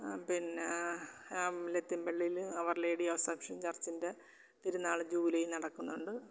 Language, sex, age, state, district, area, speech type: Malayalam, female, 45-60, Kerala, Alappuzha, rural, spontaneous